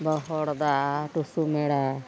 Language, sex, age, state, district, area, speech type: Santali, female, 60+, Odisha, Mayurbhanj, rural, spontaneous